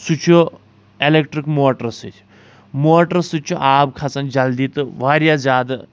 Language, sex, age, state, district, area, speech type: Kashmiri, male, 45-60, Jammu and Kashmir, Kulgam, rural, spontaneous